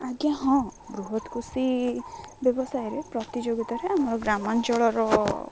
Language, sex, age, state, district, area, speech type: Odia, female, 18-30, Odisha, Jagatsinghpur, rural, spontaneous